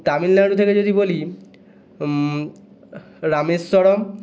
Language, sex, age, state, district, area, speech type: Bengali, male, 18-30, West Bengal, North 24 Parganas, urban, spontaneous